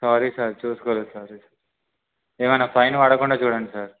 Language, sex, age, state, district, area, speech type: Telugu, male, 18-30, Telangana, Siddipet, urban, conversation